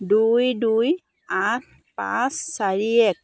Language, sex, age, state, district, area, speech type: Assamese, female, 30-45, Assam, Dhemaji, rural, read